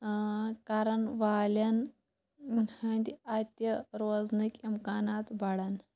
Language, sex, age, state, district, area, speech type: Kashmiri, female, 30-45, Jammu and Kashmir, Kulgam, rural, read